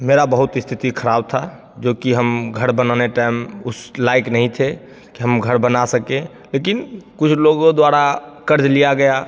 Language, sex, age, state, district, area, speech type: Hindi, male, 30-45, Bihar, Begusarai, rural, spontaneous